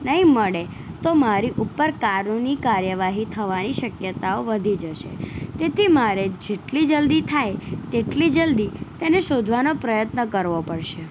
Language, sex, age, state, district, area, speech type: Gujarati, female, 18-30, Gujarat, Anand, urban, spontaneous